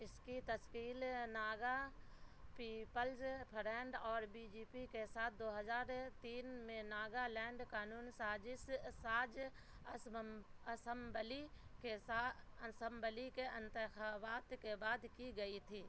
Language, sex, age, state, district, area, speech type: Urdu, female, 45-60, Bihar, Supaul, rural, read